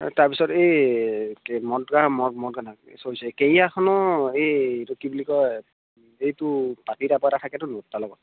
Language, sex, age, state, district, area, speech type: Assamese, male, 18-30, Assam, Sivasagar, rural, conversation